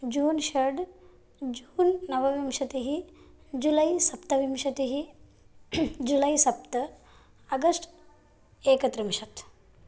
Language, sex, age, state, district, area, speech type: Sanskrit, female, 18-30, Karnataka, Bagalkot, rural, spontaneous